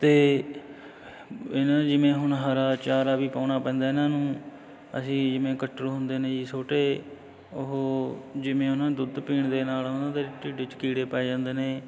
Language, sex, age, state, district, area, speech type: Punjabi, male, 30-45, Punjab, Fatehgarh Sahib, rural, spontaneous